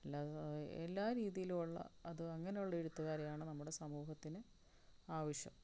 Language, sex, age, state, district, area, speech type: Malayalam, female, 45-60, Kerala, Palakkad, rural, spontaneous